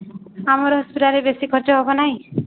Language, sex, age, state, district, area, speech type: Odia, female, 18-30, Odisha, Subarnapur, urban, conversation